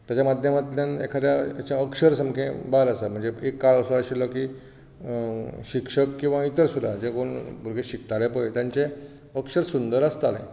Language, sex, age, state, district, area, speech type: Goan Konkani, male, 45-60, Goa, Bardez, rural, spontaneous